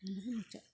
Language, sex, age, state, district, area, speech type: Santali, female, 45-60, West Bengal, Purulia, rural, spontaneous